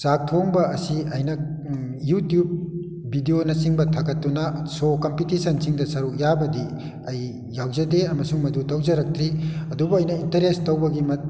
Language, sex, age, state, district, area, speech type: Manipuri, male, 60+, Manipur, Kakching, rural, spontaneous